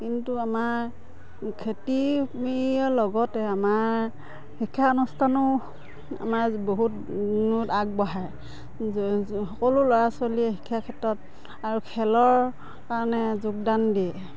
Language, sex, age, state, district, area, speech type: Assamese, female, 30-45, Assam, Dhemaji, rural, spontaneous